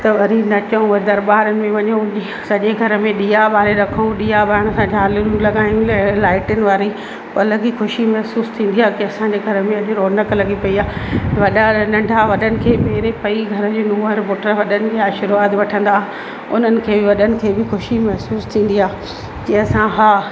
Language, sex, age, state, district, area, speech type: Sindhi, female, 30-45, Madhya Pradesh, Katni, urban, spontaneous